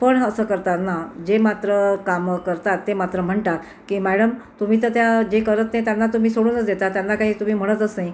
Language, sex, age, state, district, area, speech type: Marathi, female, 30-45, Maharashtra, Amravati, urban, spontaneous